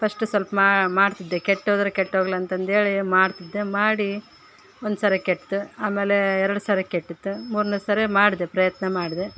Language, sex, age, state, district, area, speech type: Kannada, female, 30-45, Karnataka, Vijayanagara, rural, spontaneous